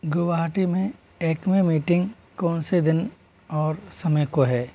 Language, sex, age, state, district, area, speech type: Hindi, male, 30-45, Rajasthan, Jaipur, urban, read